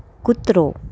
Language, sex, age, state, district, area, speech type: Gujarati, female, 30-45, Gujarat, Kheda, urban, read